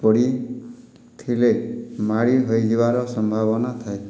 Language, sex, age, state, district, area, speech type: Odia, male, 60+, Odisha, Boudh, rural, spontaneous